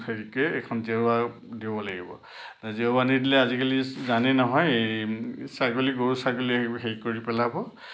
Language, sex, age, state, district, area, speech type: Assamese, male, 60+, Assam, Lakhimpur, urban, spontaneous